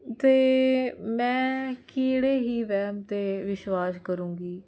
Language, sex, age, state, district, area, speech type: Punjabi, female, 18-30, Punjab, Jalandhar, urban, spontaneous